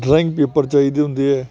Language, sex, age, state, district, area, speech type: Punjabi, male, 45-60, Punjab, Faridkot, urban, spontaneous